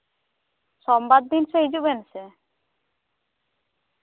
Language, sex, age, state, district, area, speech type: Santali, female, 18-30, West Bengal, Bankura, rural, conversation